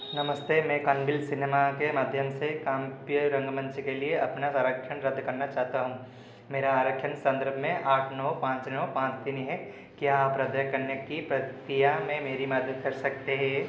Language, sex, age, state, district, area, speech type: Hindi, male, 18-30, Madhya Pradesh, Seoni, urban, read